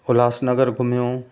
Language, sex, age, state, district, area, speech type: Sindhi, male, 45-60, Madhya Pradesh, Katni, rural, spontaneous